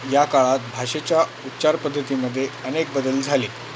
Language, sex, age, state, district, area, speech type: Marathi, male, 30-45, Maharashtra, Nanded, rural, read